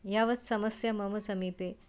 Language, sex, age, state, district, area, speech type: Sanskrit, female, 45-60, Maharashtra, Nagpur, urban, spontaneous